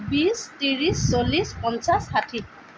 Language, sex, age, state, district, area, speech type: Assamese, female, 45-60, Assam, Tinsukia, rural, spontaneous